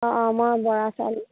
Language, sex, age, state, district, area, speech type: Assamese, female, 30-45, Assam, Charaideo, rural, conversation